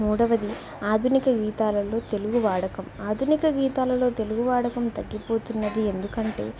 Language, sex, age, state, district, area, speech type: Telugu, female, 18-30, Telangana, Warangal, rural, spontaneous